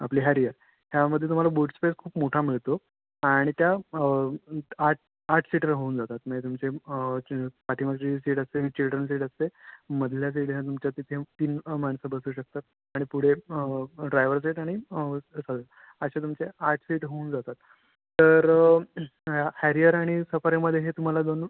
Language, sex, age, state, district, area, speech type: Marathi, male, 18-30, Maharashtra, Raigad, rural, conversation